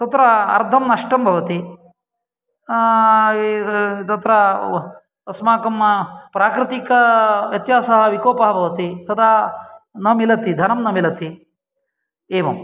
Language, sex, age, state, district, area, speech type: Sanskrit, male, 45-60, Karnataka, Uttara Kannada, rural, spontaneous